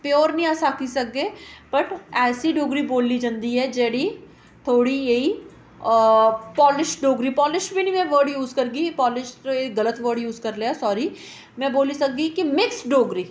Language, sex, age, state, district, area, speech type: Dogri, female, 30-45, Jammu and Kashmir, Reasi, urban, spontaneous